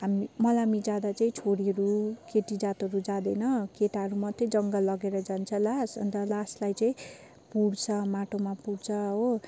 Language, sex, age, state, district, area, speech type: Nepali, female, 18-30, West Bengal, Darjeeling, rural, spontaneous